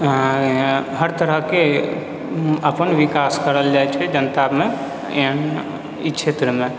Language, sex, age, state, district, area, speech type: Maithili, male, 30-45, Bihar, Purnia, rural, spontaneous